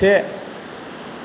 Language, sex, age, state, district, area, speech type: Bodo, male, 45-60, Assam, Chirang, rural, read